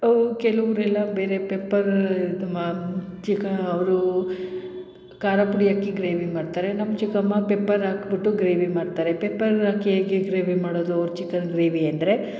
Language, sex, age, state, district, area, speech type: Kannada, female, 30-45, Karnataka, Hassan, urban, spontaneous